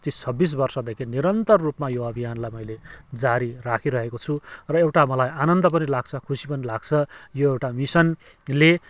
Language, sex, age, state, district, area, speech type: Nepali, male, 45-60, West Bengal, Kalimpong, rural, spontaneous